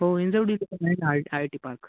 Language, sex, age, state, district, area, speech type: Marathi, male, 18-30, Maharashtra, Nanded, rural, conversation